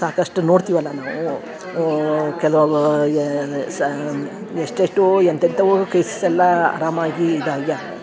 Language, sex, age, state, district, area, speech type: Kannada, female, 60+, Karnataka, Dharwad, rural, spontaneous